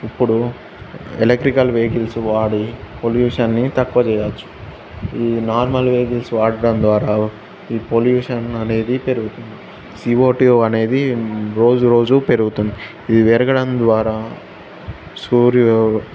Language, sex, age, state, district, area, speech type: Telugu, male, 18-30, Telangana, Jangaon, urban, spontaneous